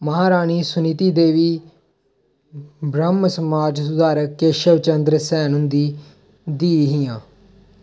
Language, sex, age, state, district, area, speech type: Dogri, male, 18-30, Jammu and Kashmir, Reasi, rural, read